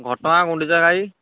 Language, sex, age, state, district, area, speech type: Odia, male, 30-45, Odisha, Kendujhar, urban, conversation